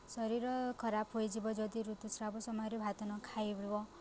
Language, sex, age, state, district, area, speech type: Odia, female, 18-30, Odisha, Subarnapur, urban, spontaneous